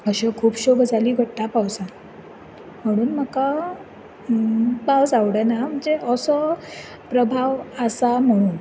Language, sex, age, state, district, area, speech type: Goan Konkani, female, 18-30, Goa, Bardez, urban, spontaneous